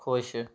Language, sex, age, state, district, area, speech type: Punjabi, male, 30-45, Punjab, Tarn Taran, rural, read